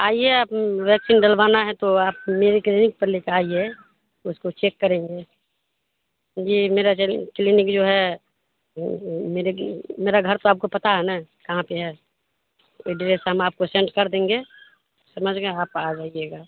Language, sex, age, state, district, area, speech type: Urdu, female, 30-45, Bihar, Madhubani, rural, conversation